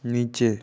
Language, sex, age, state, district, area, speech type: Hindi, male, 18-30, Madhya Pradesh, Betul, rural, read